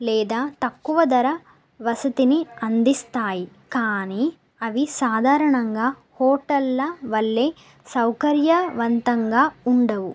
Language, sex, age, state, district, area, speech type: Telugu, female, 18-30, Telangana, Nagarkurnool, urban, spontaneous